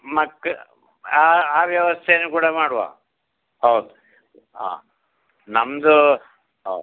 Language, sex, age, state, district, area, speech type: Kannada, male, 60+, Karnataka, Udupi, rural, conversation